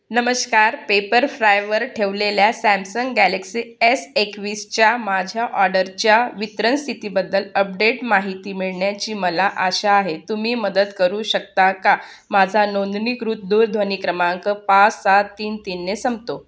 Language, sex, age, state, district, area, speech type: Marathi, female, 30-45, Maharashtra, Bhandara, urban, read